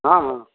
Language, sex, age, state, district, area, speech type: Hindi, male, 60+, Bihar, Muzaffarpur, rural, conversation